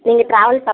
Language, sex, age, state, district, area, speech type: Tamil, female, 30-45, Tamil Nadu, Dharmapuri, rural, conversation